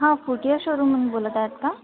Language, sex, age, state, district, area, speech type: Marathi, female, 45-60, Maharashtra, Nagpur, urban, conversation